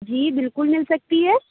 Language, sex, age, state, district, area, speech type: Urdu, female, 30-45, Uttar Pradesh, Aligarh, urban, conversation